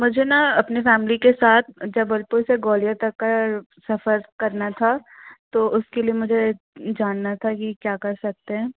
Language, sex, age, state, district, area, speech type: Hindi, female, 30-45, Madhya Pradesh, Jabalpur, urban, conversation